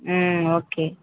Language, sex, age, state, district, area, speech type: Tamil, female, 30-45, Tamil Nadu, Chengalpattu, urban, conversation